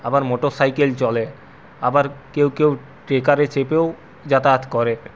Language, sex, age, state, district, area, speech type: Bengali, male, 45-60, West Bengal, Purulia, urban, spontaneous